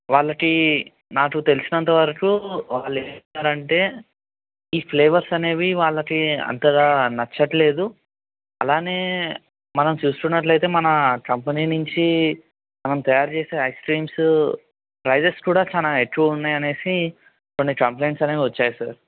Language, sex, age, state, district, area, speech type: Telugu, male, 18-30, Telangana, Medchal, urban, conversation